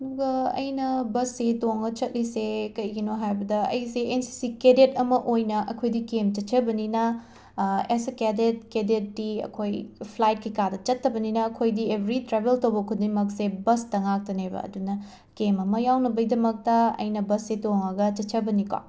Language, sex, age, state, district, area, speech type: Manipuri, female, 18-30, Manipur, Imphal West, rural, spontaneous